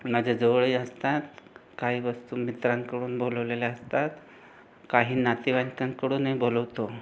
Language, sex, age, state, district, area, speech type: Marathi, other, 30-45, Maharashtra, Buldhana, urban, spontaneous